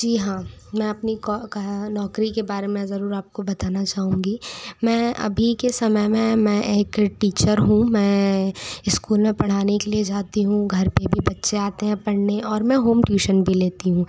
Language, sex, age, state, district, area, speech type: Hindi, female, 30-45, Madhya Pradesh, Bhopal, urban, spontaneous